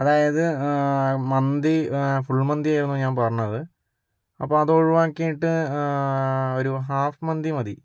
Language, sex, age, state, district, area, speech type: Malayalam, male, 45-60, Kerala, Kozhikode, urban, spontaneous